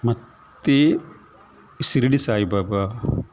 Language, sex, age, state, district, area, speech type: Kannada, male, 45-60, Karnataka, Udupi, rural, spontaneous